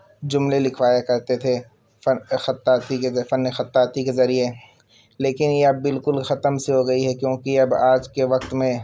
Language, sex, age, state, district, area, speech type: Urdu, male, 18-30, Uttar Pradesh, Siddharthnagar, rural, spontaneous